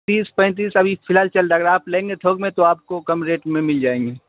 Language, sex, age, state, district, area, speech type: Urdu, male, 30-45, Bihar, Khagaria, rural, conversation